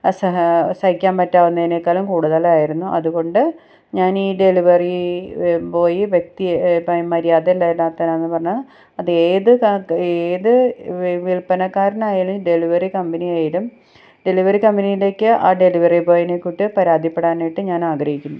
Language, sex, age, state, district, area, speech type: Malayalam, female, 30-45, Kerala, Ernakulam, rural, spontaneous